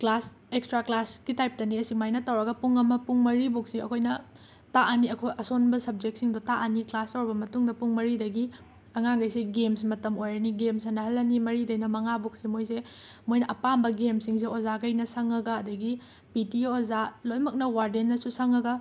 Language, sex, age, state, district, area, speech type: Manipuri, female, 18-30, Manipur, Imphal West, urban, spontaneous